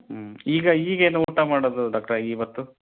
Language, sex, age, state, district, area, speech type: Kannada, male, 30-45, Karnataka, Chitradurga, rural, conversation